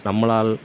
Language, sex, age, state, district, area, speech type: Tamil, male, 30-45, Tamil Nadu, Tiruvannamalai, rural, spontaneous